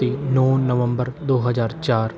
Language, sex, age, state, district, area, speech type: Punjabi, male, 18-30, Punjab, Bathinda, urban, spontaneous